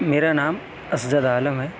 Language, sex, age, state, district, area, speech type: Urdu, male, 18-30, Delhi, South Delhi, urban, spontaneous